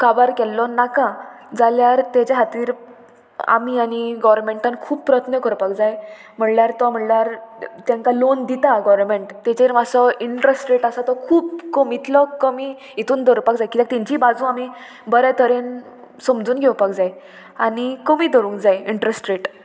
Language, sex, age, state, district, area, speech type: Goan Konkani, female, 18-30, Goa, Murmgao, urban, spontaneous